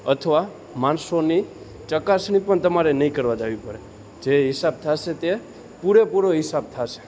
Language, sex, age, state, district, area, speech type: Gujarati, male, 18-30, Gujarat, Junagadh, urban, spontaneous